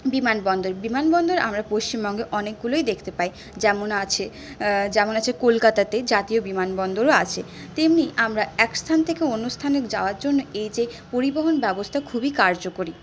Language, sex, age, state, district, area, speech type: Bengali, female, 30-45, West Bengal, Purulia, urban, spontaneous